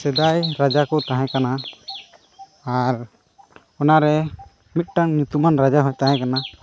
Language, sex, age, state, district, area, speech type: Santali, male, 18-30, Jharkhand, Pakur, rural, spontaneous